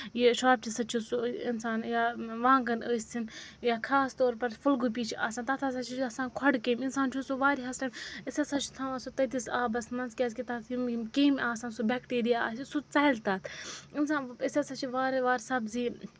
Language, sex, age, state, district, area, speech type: Kashmiri, female, 45-60, Jammu and Kashmir, Srinagar, urban, spontaneous